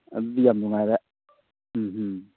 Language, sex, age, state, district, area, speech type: Manipuri, male, 60+, Manipur, Thoubal, rural, conversation